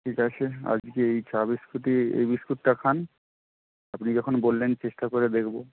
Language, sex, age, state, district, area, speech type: Bengali, male, 18-30, West Bengal, Paschim Medinipur, rural, conversation